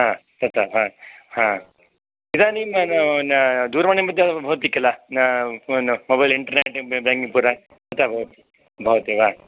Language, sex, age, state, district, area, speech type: Sanskrit, male, 30-45, Karnataka, Raichur, rural, conversation